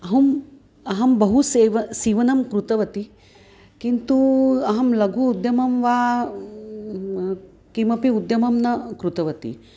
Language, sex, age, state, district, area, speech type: Sanskrit, female, 60+, Maharashtra, Nanded, urban, spontaneous